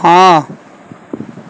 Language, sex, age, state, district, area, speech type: Punjabi, male, 18-30, Punjab, Mohali, rural, read